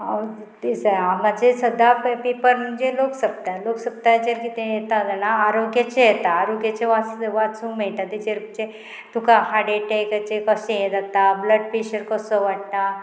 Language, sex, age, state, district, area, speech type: Goan Konkani, female, 45-60, Goa, Murmgao, rural, spontaneous